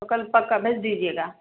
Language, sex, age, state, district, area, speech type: Hindi, female, 30-45, Madhya Pradesh, Seoni, urban, conversation